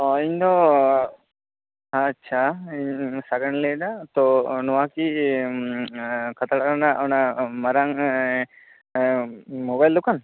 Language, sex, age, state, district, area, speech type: Santali, male, 18-30, West Bengal, Bankura, rural, conversation